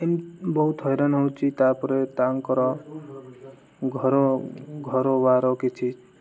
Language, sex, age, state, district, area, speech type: Odia, male, 18-30, Odisha, Malkangiri, urban, spontaneous